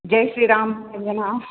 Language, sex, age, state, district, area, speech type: Marathi, female, 60+, Maharashtra, Mumbai Suburban, urban, conversation